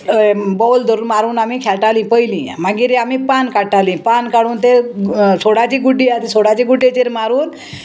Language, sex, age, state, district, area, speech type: Goan Konkani, female, 60+, Goa, Salcete, rural, spontaneous